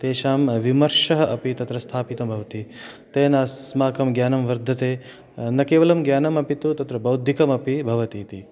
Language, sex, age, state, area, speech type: Sanskrit, male, 30-45, Rajasthan, rural, spontaneous